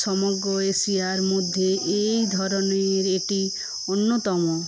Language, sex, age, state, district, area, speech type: Bengali, female, 60+, West Bengal, Paschim Medinipur, rural, read